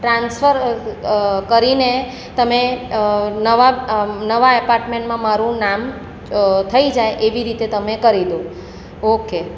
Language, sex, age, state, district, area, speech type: Gujarati, female, 45-60, Gujarat, Surat, urban, spontaneous